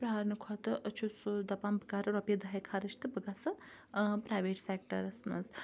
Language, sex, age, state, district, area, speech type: Kashmiri, female, 30-45, Jammu and Kashmir, Ganderbal, rural, spontaneous